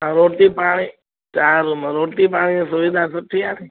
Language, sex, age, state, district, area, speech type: Sindhi, female, 45-60, Gujarat, Junagadh, rural, conversation